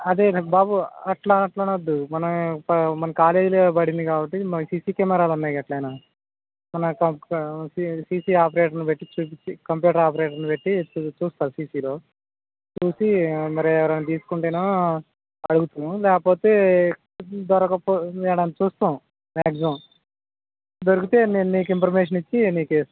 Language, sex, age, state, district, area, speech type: Telugu, male, 18-30, Telangana, Khammam, urban, conversation